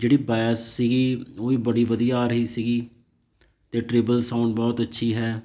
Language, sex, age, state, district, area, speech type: Punjabi, male, 30-45, Punjab, Fatehgarh Sahib, rural, spontaneous